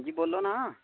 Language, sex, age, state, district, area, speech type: Dogri, male, 18-30, Jammu and Kashmir, Udhampur, rural, conversation